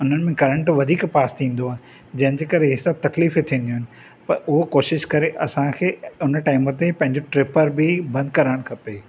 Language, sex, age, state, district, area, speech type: Sindhi, male, 45-60, Maharashtra, Thane, urban, spontaneous